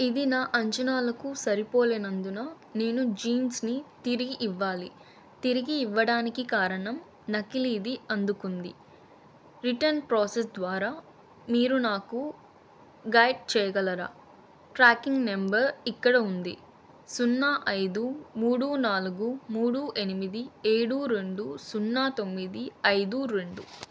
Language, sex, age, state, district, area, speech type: Telugu, female, 30-45, Andhra Pradesh, Chittoor, rural, read